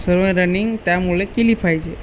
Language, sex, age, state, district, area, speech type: Marathi, male, 30-45, Maharashtra, Nanded, rural, spontaneous